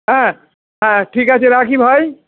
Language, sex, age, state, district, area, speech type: Bengali, male, 60+, West Bengal, Howrah, urban, conversation